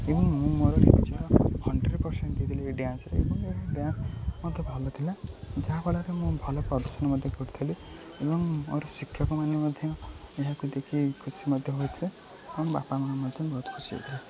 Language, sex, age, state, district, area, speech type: Odia, male, 18-30, Odisha, Jagatsinghpur, rural, spontaneous